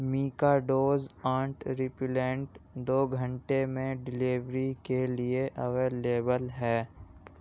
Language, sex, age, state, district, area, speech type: Urdu, male, 18-30, Uttar Pradesh, Ghaziabad, urban, read